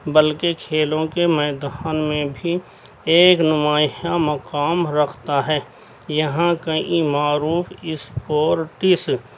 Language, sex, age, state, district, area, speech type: Urdu, male, 60+, Delhi, North East Delhi, urban, spontaneous